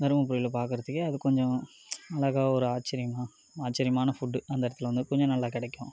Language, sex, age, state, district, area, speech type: Tamil, male, 18-30, Tamil Nadu, Dharmapuri, rural, spontaneous